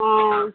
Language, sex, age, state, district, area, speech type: Assamese, female, 18-30, Assam, Dhemaji, urban, conversation